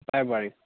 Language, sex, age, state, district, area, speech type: Assamese, male, 18-30, Assam, Lakhimpur, urban, conversation